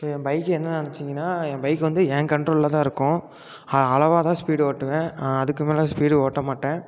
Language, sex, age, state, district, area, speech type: Tamil, male, 18-30, Tamil Nadu, Tiruppur, rural, spontaneous